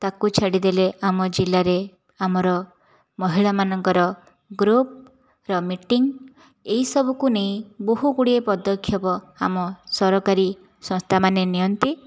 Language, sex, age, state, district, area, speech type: Odia, female, 30-45, Odisha, Jajpur, rural, spontaneous